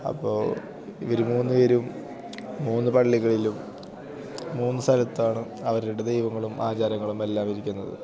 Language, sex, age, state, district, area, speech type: Malayalam, male, 18-30, Kerala, Idukki, rural, spontaneous